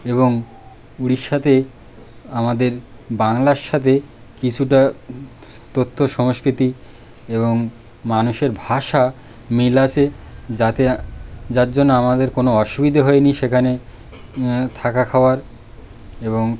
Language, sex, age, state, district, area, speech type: Bengali, male, 30-45, West Bengal, Birbhum, urban, spontaneous